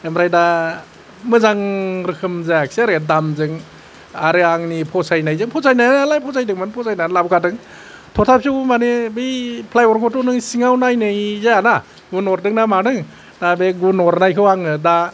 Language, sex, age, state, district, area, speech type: Bodo, male, 60+, Assam, Kokrajhar, urban, spontaneous